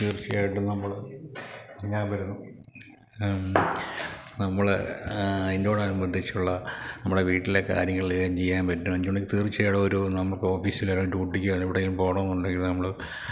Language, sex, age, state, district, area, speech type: Malayalam, male, 45-60, Kerala, Kottayam, rural, spontaneous